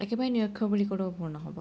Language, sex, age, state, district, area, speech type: Assamese, female, 30-45, Assam, Morigaon, rural, spontaneous